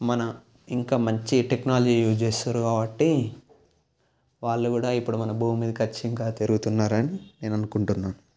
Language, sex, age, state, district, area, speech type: Telugu, male, 18-30, Telangana, Peddapalli, rural, spontaneous